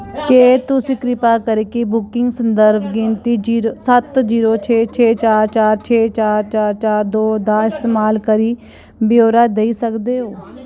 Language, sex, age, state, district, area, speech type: Dogri, female, 45-60, Jammu and Kashmir, Kathua, rural, read